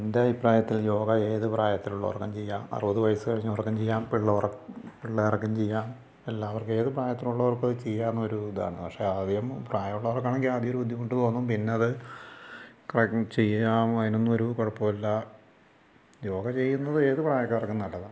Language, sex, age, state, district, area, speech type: Malayalam, male, 45-60, Kerala, Malappuram, rural, spontaneous